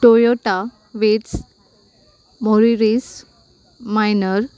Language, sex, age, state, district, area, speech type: Goan Konkani, female, 30-45, Goa, Salcete, rural, spontaneous